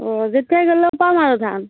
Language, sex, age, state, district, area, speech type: Assamese, female, 18-30, Assam, Darrang, rural, conversation